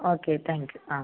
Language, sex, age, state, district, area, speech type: Tamil, female, 45-60, Tamil Nadu, Viluppuram, rural, conversation